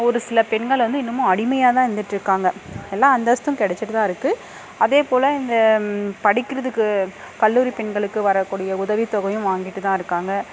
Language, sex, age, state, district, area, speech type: Tamil, female, 45-60, Tamil Nadu, Dharmapuri, rural, spontaneous